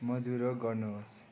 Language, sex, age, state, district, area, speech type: Nepali, male, 30-45, West Bengal, Darjeeling, rural, read